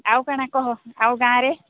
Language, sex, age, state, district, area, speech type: Odia, female, 45-60, Odisha, Sambalpur, rural, conversation